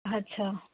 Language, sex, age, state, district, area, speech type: Dogri, female, 18-30, Jammu and Kashmir, Jammu, rural, conversation